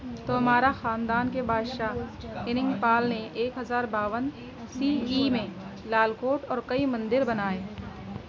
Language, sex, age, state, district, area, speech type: Urdu, female, 30-45, Uttar Pradesh, Gautam Buddha Nagar, rural, read